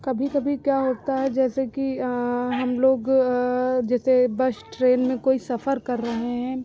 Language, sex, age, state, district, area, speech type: Hindi, female, 30-45, Uttar Pradesh, Lucknow, rural, spontaneous